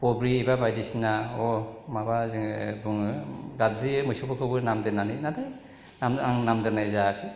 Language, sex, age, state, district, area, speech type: Bodo, male, 30-45, Assam, Chirang, rural, spontaneous